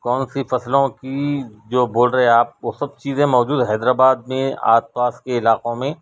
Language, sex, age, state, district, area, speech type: Urdu, male, 45-60, Telangana, Hyderabad, urban, spontaneous